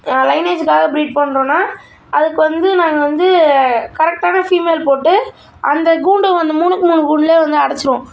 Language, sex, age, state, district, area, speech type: Tamil, male, 18-30, Tamil Nadu, Tiruchirappalli, urban, spontaneous